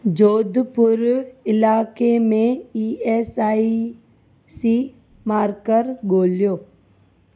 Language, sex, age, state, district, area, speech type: Sindhi, female, 18-30, Gujarat, Surat, urban, read